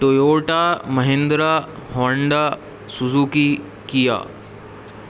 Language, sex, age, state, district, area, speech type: Urdu, male, 18-30, Uttar Pradesh, Rampur, urban, spontaneous